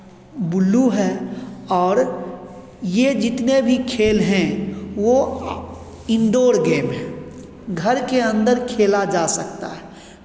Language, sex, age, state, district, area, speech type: Hindi, male, 45-60, Bihar, Begusarai, urban, spontaneous